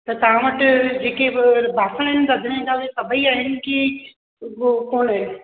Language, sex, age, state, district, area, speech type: Sindhi, female, 30-45, Rajasthan, Ajmer, rural, conversation